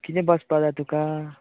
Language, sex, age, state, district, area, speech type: Goan Konkani, male, 18-30, Goa, Tiswadi, rural, conversation